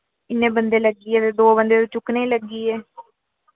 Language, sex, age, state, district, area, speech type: Dogri, female, 60+, Jammu and Kashmir, Reasi, rural, conversation